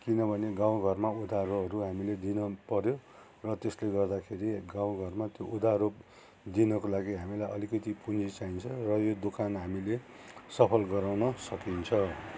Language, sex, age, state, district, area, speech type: Nepali, male, 60+, West Bengal, Kalimpong, rural, spontaneous